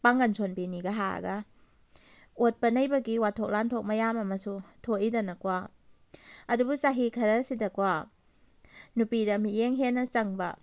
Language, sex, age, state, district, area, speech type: Manipuri, female, 30-45, Manipur, Kakching, rural, spontaneous